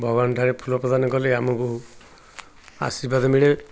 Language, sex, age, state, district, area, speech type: Odia, male, 60+, Odisha, Ganjam, urban, spontaneous